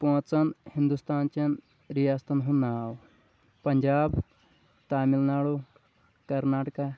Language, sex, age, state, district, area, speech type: Kashmiri, male, 30-45, Jammu and Kashmir, Kulgam, rural, spontaneous